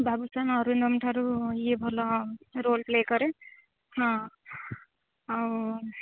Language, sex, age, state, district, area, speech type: Odia, female, 18-30, Odisha, Jagatsinghpur, rural, conversation